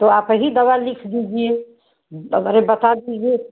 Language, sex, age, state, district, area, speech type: Hindi, female, 60+, Uttar Pradesh, Chandauli, urban, conversation